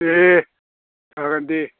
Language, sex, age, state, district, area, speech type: Bodo, male, 60+, Assam, Chirang, urban, conversation